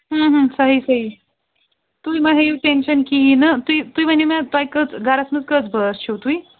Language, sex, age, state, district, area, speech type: Kashmiri, female, 30-45, Jammu and Kashmir, Srinagar, urban, conversation